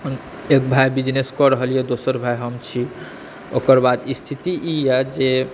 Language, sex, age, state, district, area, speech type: Maithili, male, 60+, Bihar, Saharsa, urban, spontaneous